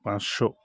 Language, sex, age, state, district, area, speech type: Bengali, male, 45-60, West Bengal, Hooghly, urban, spontaneous